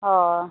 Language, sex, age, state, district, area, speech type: Santali, female, 45-60, Odisha, Mayurbhanj, rural, conversation